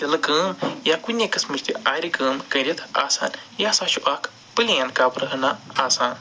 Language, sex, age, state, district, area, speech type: Kashmiri, male, 45-60, Jammu and Kashmir, Srinagar, urban, spontaneous